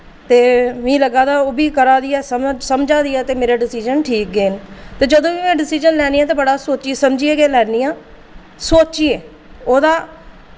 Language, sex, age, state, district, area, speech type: Dogri, female, 45-60, Jammu and Kashmir, Jammu, urban, spontaneous